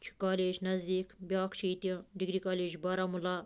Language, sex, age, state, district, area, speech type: Kashmiri, female, 30-45, Jammu and Kashmir, Baramulla, rural, spontaneous